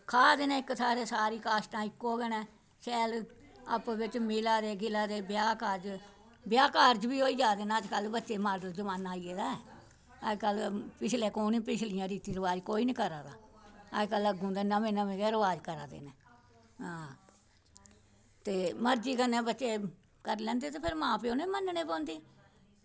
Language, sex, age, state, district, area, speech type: Dogri, female, 60+, Jammu and Kashmir, Samba, urban, spontaneous